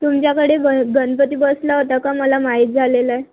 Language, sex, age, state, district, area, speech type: Marathi, female, 18-30, Maharashtra, Wardha, rural, conversation